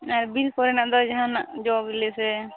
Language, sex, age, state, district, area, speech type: Santali, female, 18-30, West Bengal, Purba Bardhaman, rural, conversation